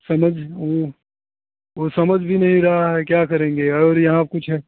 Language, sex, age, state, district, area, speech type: Hindi, male, 45-60, Uttar Pradesh, Lucknow, rural, conversation